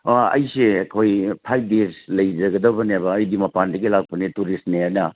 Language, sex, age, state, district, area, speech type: Manipuri, male, 60+, Manipur, Churachandpur, urban, conversation